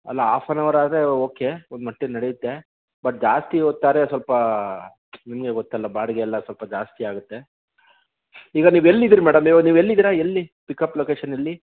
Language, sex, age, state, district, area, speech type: Kannada, male, 30-45, Karnataka, Chitradurga, rural, conversation